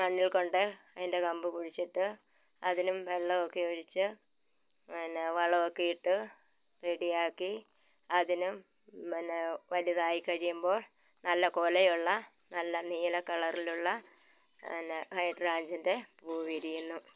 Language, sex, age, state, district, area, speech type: Malayalam, female, 60+, Kerala, Malappuram, rural, spontaneous